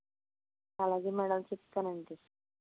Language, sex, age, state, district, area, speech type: Telugu, female, 60+, Andhra Pradesh, Eluru, rural, conversation